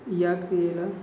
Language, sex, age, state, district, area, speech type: Marathi, male, 30-45, Maharashtra, Nagpur, urban, spontaneous